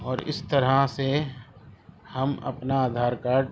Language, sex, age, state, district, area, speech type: Urdu, male, 30-45, Delhi, East Delhi, urban, spontaneous